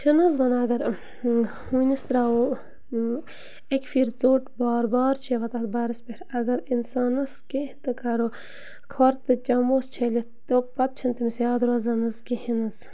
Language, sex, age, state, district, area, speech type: Kashmiri, female, 18-30, Jammu and Kashmir, Bandipora, rural, spontaneous